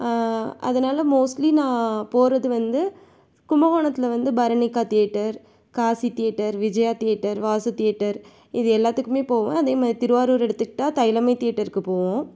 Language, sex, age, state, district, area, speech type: Tamil, female, 45-60, Tamil Nadu, Tiruvarur, rural, spontaneous